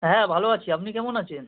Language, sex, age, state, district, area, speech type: Bengali, male, 18-30, West Bengal, South 24 Parganas, rural, conversation